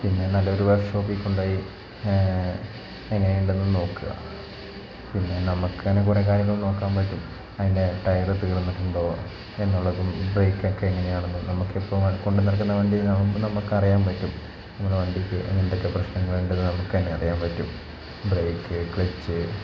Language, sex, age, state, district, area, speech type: Malayalam, male, 30-45, Kerala, Wayanad, rural, spontaneous